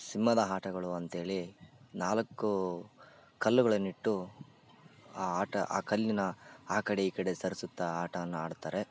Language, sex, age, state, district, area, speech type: Kannada, male, 18-30, Karnataka, Bellary, rural, spontaneous